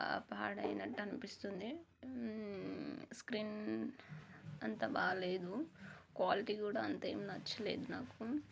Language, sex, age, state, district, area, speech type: Telugu, female, 30-45, Telangana, Warangal, rural, spontaneous